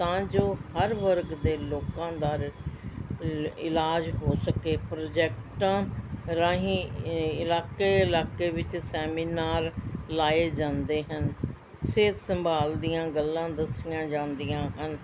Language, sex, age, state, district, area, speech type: Punjabi, female, 60+, Punjab, Mohali, urban, spontaneous